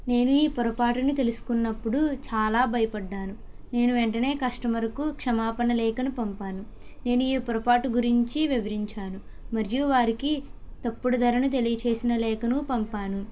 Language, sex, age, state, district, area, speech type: Telugu, male, 45-60, Andhra Pradesh, West Godavari, rural, spontaneous